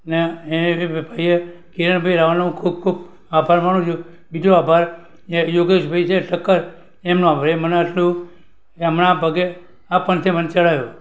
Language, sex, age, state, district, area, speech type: Gujarati, male, 60+, Gujarat, Valsad, rural, spontaneous